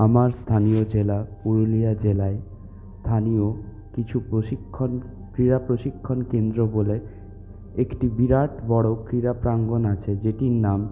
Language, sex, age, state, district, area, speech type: Bengali, male, 30-45, West Bengal, Purulia, urban, spontaneous